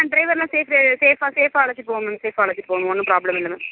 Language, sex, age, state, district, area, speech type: Tamil, female, 18-30, Tamil Nadu, Mayiladuthurai, rural, conversation